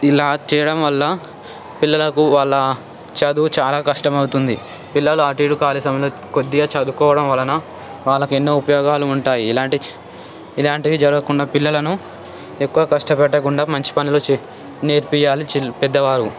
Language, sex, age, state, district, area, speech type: Telugu, male, 18-30, Telangana, Ranga Reddy, urban, spontaneous